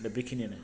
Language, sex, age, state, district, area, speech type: Bodo, male, 45-60, Assam, Baksa, rural, spontaneous